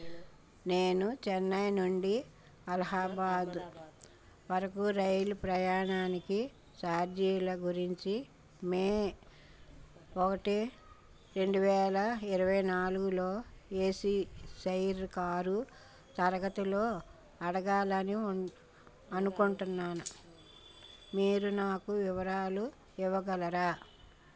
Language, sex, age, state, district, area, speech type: Telugu, female, 60+, Andhra Pradesh, Bapatla, urban, read